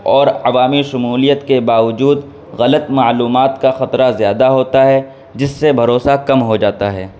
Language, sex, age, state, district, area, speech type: Urdu, male, 18-30, Uttar Pradesh, Saharanpur, urban, spontaneous